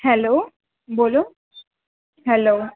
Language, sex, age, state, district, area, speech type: Gujarati, female, 18-30, Gujarat, Junagadh, urban, conversation